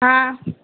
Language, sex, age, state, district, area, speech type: Tamil, female, 18-30, Tamil Nadu, Thoothukudi, rural, conversation